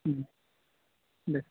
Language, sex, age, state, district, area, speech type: Bengali, male, 18-30, West Bengal, Murshidabad, urban, conversation